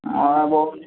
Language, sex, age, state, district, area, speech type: Odia, male, 18-30, Odisha, Bhadrak, rural, conversation